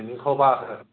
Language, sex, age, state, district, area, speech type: Assamese, male, 30-45, Assam, Charaideo, urban, conversation